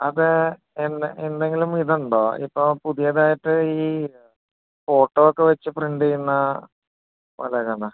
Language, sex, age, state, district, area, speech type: Malayalam, male, 30-45, Kerala, Wayanad, rural, conversation